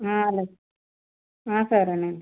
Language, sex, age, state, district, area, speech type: Telugu, female, 60+, Andhra Pradesh, West Godavari, rural, conversation